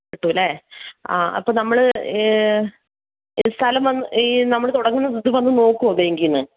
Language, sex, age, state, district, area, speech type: Malayalam, female, 60+, Kerala, Wayanad, rural, conversation